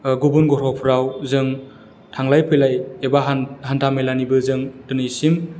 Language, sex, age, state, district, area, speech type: Bodo, male, 30-45, Assam, Chirang, rural, spontaneous